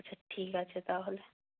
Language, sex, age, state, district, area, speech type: Bengali, female, 18-30, West Bengal, Purba Medinipur, rural, conversation